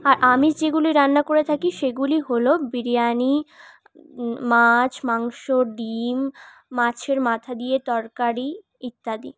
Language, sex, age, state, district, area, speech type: Bengali, female, 18-30, West Bengal, Paschim Bardhaman, urban, spontaneous